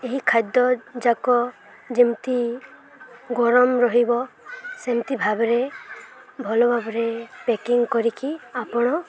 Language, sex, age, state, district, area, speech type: Odia, female, 18-30, Odisha, Malkangiri, urban, spontaneous